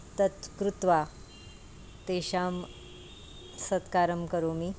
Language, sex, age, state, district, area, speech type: Sanskrit, female, 45-60, Maharashtra, Nagpur, urban, spontaneous